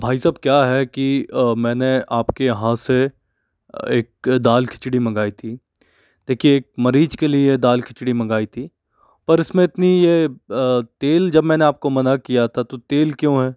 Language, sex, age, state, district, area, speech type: Hindi, male, 45-60, Madhya Pradesh, Bhopal, urban, spontaneous